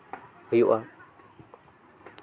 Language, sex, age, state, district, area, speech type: Santali, male, 18-30, West Bengal, Purba Bardhaman, rural, spontaneous